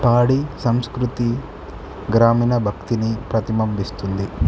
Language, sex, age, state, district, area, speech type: Telugu, male, 18-30, Telangana, Hanamkonda, urban, spontaneous